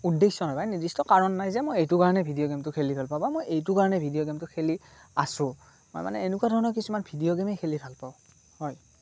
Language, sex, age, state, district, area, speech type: Assamese, male, 18-30, Assam, Morigaon, rural, spontaneous